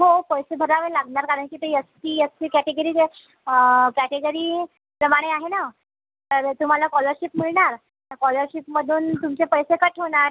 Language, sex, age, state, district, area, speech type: Marathi, female, 30-45, Maharashtra, Nagpur, urban, conversation